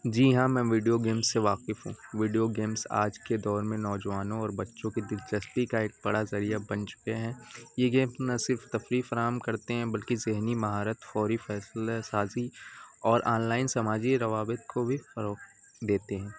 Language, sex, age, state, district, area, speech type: Urdu, male, 18-30, Uttar Pradesh, Azamgarh, rural, spontaneous